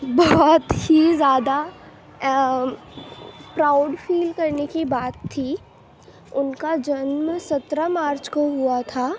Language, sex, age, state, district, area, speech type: Urdu, female, 18-30, Uttar Pradesh, Ghaziabad, rural, spontaneous